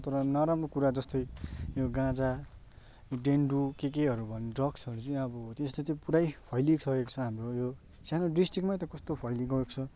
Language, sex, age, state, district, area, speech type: Nepali, male, 18-30, West Bengal, Darjeeling, urban, spontaneous